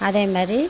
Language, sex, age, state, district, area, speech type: Tamil, female, 45-60, Tamil Nadu, Tiruchirappalli, rural, spontaneous